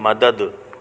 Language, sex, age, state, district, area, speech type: Sindhi, male, 30-45, Delhi, South Delhi, urban, read